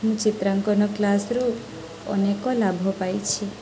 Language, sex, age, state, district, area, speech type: Odia, female, 18-30, Odisha, Sundergarh, urban, spontaneous